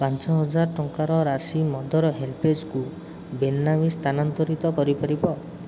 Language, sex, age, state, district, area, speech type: Odia, male, 30-45, Odisha, Puri, urban, read